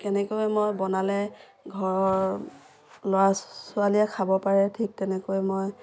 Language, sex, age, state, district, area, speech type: Assamese, female, 45-60, Assam, Dhemaji, rural, spontaneous